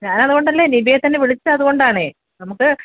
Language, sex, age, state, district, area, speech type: Malayalam, female, 45-60, Kerala, Kottayam, urban, conversation